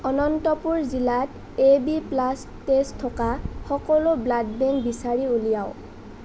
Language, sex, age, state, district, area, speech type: Assamese, female, 18-30, Assam, Nalbari, rural, read